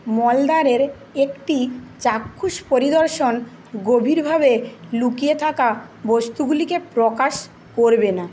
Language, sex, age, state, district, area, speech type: Bengali, female, 30-45, West Bengal, Paschim Medinipur, rural, read